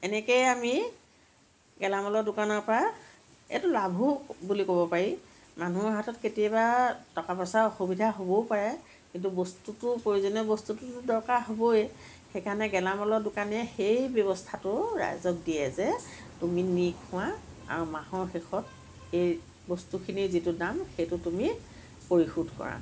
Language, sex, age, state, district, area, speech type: Assamese, female, 45-60, Assam, Lakhimpur, rural, spontaneous